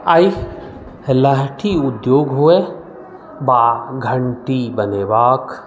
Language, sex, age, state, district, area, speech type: Maithili, male, 45-60, Bihar, Madhubani, rural, spontaneous